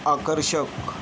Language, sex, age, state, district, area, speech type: Marathi, male, 45-60, Maharashtra, Yavatmal, urban, read